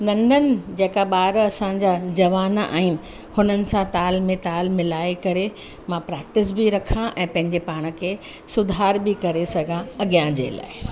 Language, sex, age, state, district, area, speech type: Sindhi, female, 45-60, Uttar Pradesh, Lucknow, urban, spontaneous